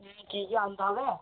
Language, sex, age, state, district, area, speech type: Bengali, male, 18-30, West Bengal, Cooch Behar, urban, conversation